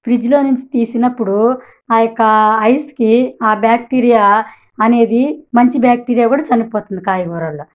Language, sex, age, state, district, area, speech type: Telugu, female, 30-45, Andhra Pradesh, Kadapa, urban, spontaneous